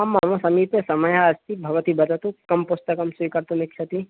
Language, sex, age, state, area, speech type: Sanskrit, male, 18-30, Madhya Pradesh, rural, conversation